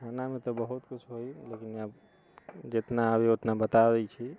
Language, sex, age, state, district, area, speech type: Maithili, male, 30-45, Bihar, Muzaffarpur, rural, spontaneous